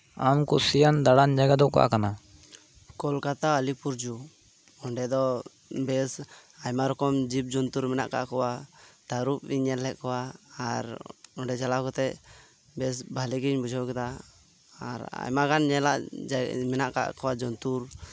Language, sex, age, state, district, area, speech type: Santali, male, 18-30, West Bengal, Birbhum, rural, spontaneous